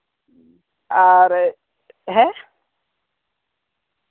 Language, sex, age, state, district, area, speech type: Santali, male, 45-60, Jharkhand, Seraikela Kharsawan, rural, conversation